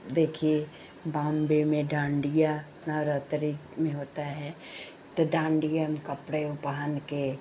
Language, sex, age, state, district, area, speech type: Hindi, female, 60+, Uttar Pradesh, Pratapgarh, urban, spontaneous